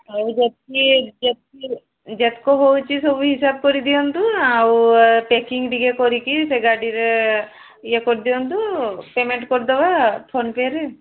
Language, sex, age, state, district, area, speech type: Odia, female, 18-30, Odisha, Mayurbhanj, rural, conversation